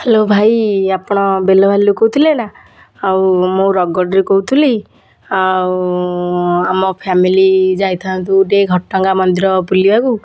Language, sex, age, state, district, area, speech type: Odia, female, 18-30, Odisha, Kendujhar, urban, spontaneous